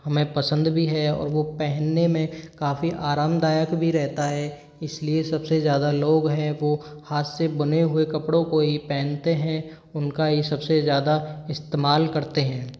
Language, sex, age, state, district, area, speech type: Hindi, male, 45-60, Rajasthan, Karauli, rural, spontaneous